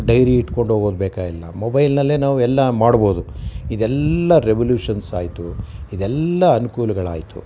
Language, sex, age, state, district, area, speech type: Kannada, male, 60+, Karnataka, Bangalore Urban, urban, spontaneous